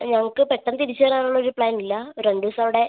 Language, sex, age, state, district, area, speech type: Malayalam, male, 18-30, Kerala, Wayanad, rural, conversation